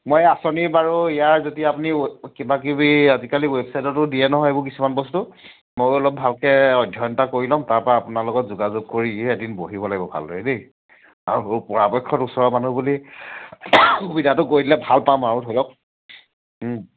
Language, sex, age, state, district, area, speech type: Assamese, male, 30-45, Assam, Charaideo, urban, conversation